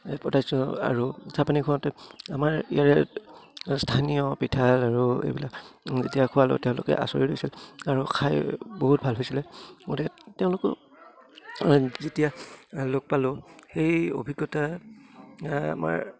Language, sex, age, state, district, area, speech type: Assamese, male, 30-45, Assam, Udalguri, rural, spontaneous